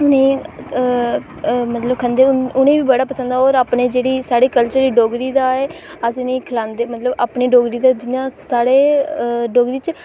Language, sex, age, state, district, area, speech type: Dogri, female, 18-30, Jammu and Kashmir, Reasi, rural, spontaneous